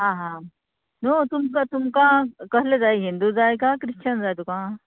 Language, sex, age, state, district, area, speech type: Goan Konkani, female, 45-60, Goa, Murmgao, rural, conversation